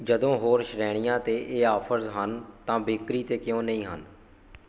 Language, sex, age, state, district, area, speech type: Punjabi, male, 18-30, Punjab, Shaheed Bhagat Singh Nagar, rural, read